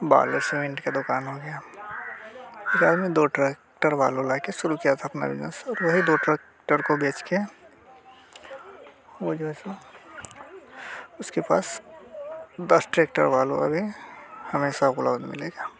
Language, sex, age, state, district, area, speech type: Hindi, male, 18-30, Bihar, Muzaffarpur, rural, spontaneous